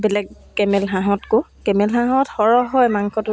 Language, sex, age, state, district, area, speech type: Assamese, female, 30-45, Assam, Sivasagar, rural, spontaneous